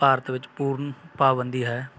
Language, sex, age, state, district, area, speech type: Punjabi, male, 30-45, Punjab, Bathinda, rural, spontaneous